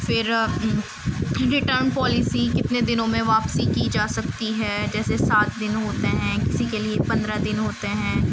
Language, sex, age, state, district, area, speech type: Urdu, female, 18-30, Uttar Pradesh, Muzaffarnagar, rural, spontaneous